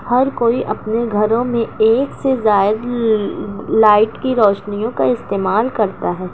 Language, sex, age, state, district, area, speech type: Urdu, female, 18-30, Maharashtra, Nashik, rural, spontaneous